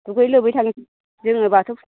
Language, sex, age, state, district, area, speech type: Bodo, female, 30-45, Assam, Baksa, rural, conversation